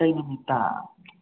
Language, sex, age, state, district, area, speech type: Manipuri, other, 30-45, Manipur, Imphal West, urban, conversation